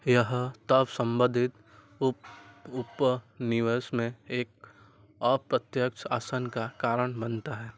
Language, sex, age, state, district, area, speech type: Hindi, male, 45-60, Madhya Pradesh, Chhindwara, rural, read